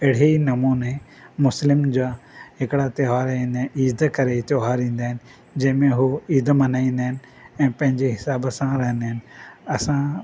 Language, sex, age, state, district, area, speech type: Sindhi, male, 45-60, Maharashtra, Thane, urban, spontaneous